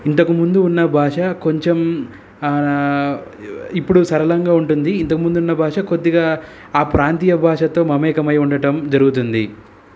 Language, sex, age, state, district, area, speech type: Telugu, male, 30-45, Telangana, Hyderabad, urban, spontaneous